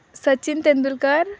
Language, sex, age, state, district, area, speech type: Marathi, female, 18-30, Maharashtra, Wardha, rural, spontaneous